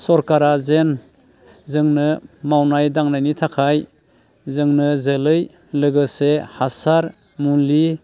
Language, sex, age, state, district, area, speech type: Bodo, male, 60+, Assam, Baksa, urban, spontaneous